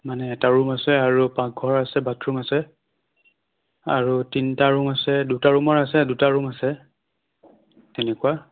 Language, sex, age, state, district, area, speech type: Assamese, male, 30-45, Assam, Sonitpur, rural, conversation